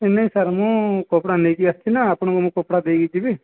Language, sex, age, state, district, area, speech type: Odia, male, 18-30, Odisha, Nayagarh, rural, conversation